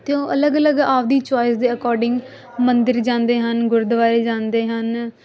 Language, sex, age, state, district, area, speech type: Punjabi, female, 18-30, Punjab, Muktsar, rural, spontaneous